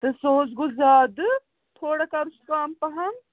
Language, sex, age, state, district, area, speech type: Kashmiri, female, 45-60, Jammu and Kashmir, Srinagar, urban, conversation